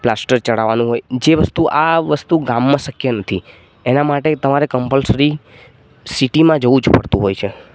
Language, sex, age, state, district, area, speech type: Gujarati, male, 18-30, Gujarat, Narmada, rural, spontaneous